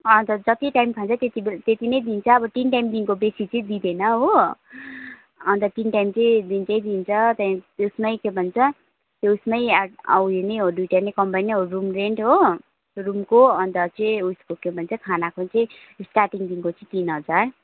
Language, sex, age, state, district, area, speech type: Nepali, female, 18-30, West Bengal, Kalimpong, rural, conversation